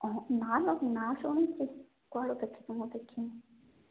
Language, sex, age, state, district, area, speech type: Odia, female, 18-30, Odisha, Koraput, urban, conversation